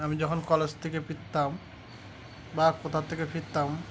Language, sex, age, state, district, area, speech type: Bengali, male, 18-30, West Bengal, Uttar Dinajpur, urban, spontaneous